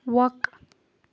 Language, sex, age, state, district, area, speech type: Kashmiri, female, 30-45, Jammu and Kashmir, Baramulla, rural, read